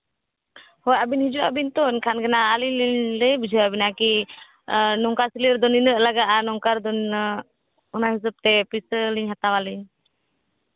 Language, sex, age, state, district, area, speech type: Santali, female, 18-30, Jharkhand, Seraikela Kharsawan, rural, conversation